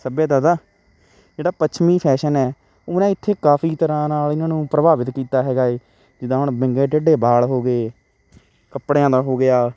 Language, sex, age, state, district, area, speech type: Punjabi, male, 18-30, Punjab, Shaheed Bhagat Singh Nagar, urban, spontaneous